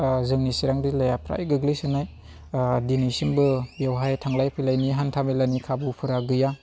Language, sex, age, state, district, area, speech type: Bodo, male, 30-45, Assam, Chirang, urban, spontaneous